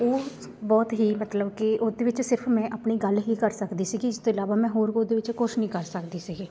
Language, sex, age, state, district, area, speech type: Punjabi, female, 18-30, Punjab, Shaheed Bhagat Singh Nagar, urban, spontaneous